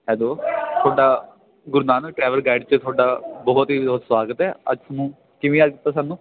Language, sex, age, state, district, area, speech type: Punjabi, male, 18-30, Punjab, Ludhiana, rural, conversation